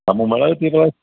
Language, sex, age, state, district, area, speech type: Odia, male, 60+, Odisha, Gajapati, rural, conversation